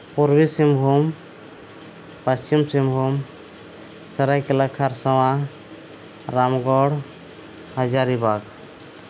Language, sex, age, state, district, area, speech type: Santali, male, 30-45, Jharkhand, East Singhbhum, rural, spontaneous